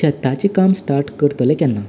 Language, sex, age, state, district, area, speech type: Goan Konkani, male, 18-30, Goa, Canacona, rural, spontaneous